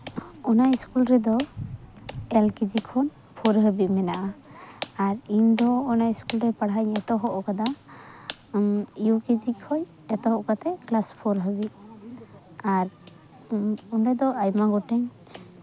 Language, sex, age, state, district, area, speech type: Santali, female, 18-30, West Bengal, Uttar Dinajpur, rural, spontaneous